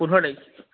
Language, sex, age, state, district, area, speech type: Assamese, male, 18-30, Assam, Biswanath, rural, conversation